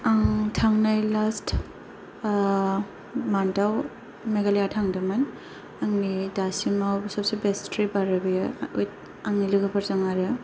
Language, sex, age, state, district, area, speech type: Bodo, female, 30-45, Assam, Kokrajhar, rural, spontaneous